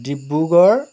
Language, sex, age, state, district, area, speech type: Assamese, male, 45-60, Assam, Jorhat, urban, spontaneous